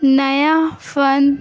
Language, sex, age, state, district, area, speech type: Urdu, female, 18-30, Bihar, Gaya, urban, spontaneous